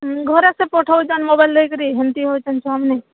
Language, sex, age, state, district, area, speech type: Odia, female, 60+, Odisha, Boudh, rural, conversation